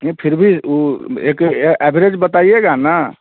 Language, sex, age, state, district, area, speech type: Hindi, male, 30-45, Bihar, Samastipur, urban, conversation